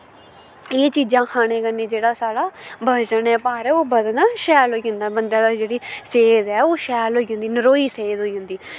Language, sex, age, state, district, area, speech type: Dogri, female, 18-30, Jammu and Kashmir, Udhampur, rural, spontaneous